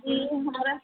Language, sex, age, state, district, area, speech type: Hindi, female, 30-45, Uttar Pradesh, Sitapur, rural, conversation